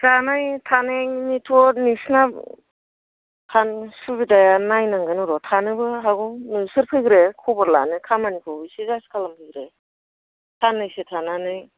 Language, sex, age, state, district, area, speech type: Bodo, female, 30-45, Assam, Kokrajhar, rural, conversation